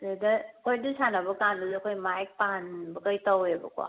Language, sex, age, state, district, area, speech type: Manipuri, female, 30-45, Manipur, Kangpokpi, urban, conversation